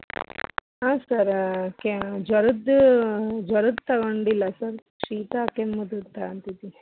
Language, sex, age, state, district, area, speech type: Kannada, female, 30-45, Karnataka, Chitradurga, urban, conversation